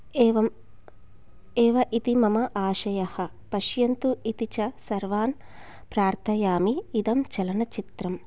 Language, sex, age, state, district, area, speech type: Sanskrit, female, 30-45, Telangana, Hyderabad, rural, spontaneous